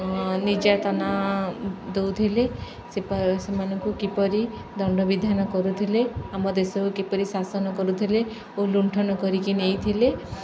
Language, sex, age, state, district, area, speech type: Odia, female, 30-45, Odisha, Sundergarh, urban, spontaneous